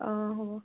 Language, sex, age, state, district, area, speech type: Assamese, female, 30-45, Assam, Morigaon, rural, conversation